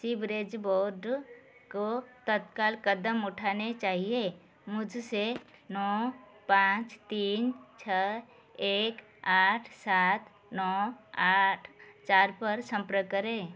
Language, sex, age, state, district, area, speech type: Hindi, female, 45-60, Madhya Pradesh, Chhindwara, rural, read